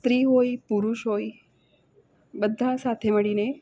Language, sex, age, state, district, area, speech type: Gujarati, female, 45-60, Gujarat, Valsad, rural, spontaneous